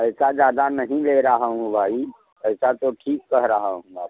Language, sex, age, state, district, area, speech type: Hindi, male, 60+, Uttar Pradesh, Prayagraj, rural, conversation